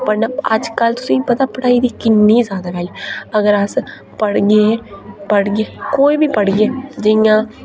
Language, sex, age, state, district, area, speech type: Dogri, female, 18-30, Jammu and Kashmir, Reasi, rural, spontaneous